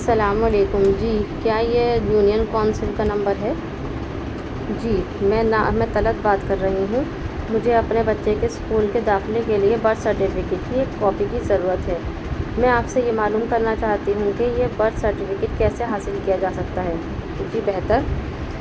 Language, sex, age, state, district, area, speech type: Urdu, female, 30-45, Uttar Pradesh, Balrampur, urban, spontaneous